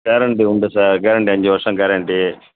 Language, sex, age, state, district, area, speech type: Tamil, male, 60+, Tamil Nadu, Ariyalur, rural, conversation